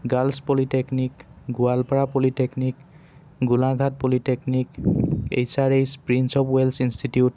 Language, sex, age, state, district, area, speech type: Assamese, male, 18-30, Assam, Dibrugarh, urban, spontaneous